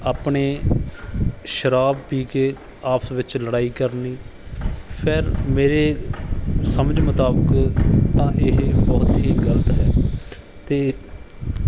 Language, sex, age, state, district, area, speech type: Punjabi, male, 30-45, Punjab, Bathinda, rural, spontaneous